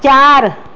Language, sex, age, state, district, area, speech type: Sindhi, female, 45-60, Madhya Pradesh, Katni, urban, read